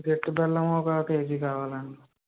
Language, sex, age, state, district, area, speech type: Telugu, male, 30-45, Andhra Pradesh, Kakinada, rural, conversation